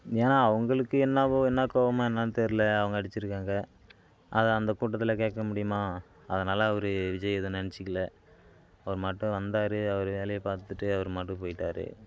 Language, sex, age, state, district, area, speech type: Tamil, male, 18-30, Tamil Nadu, Kallakurichi, urban, spontaneous